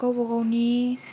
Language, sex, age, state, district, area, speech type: Bodo, female, 18-30, Assam, Kokrajhar, rural, spontaneous